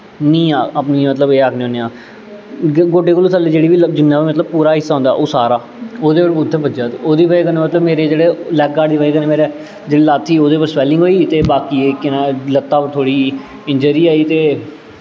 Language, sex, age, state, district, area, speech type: Dogri, male, 18-30, Jammu and Kashmir, Jammu, urban, spontaneous